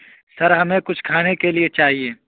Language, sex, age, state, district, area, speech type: Urdu, male, 18-30, Uttar Pradesh, Saharanpur, urban, conversation